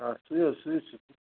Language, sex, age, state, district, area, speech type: Kashmiri, male, 45-60, Jammu and Kashmir, Ganderbal, rural, conversation